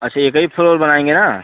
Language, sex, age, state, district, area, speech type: Hindi, male, 18-30, Uttar Pradesh, Azamgarh, rural, conversation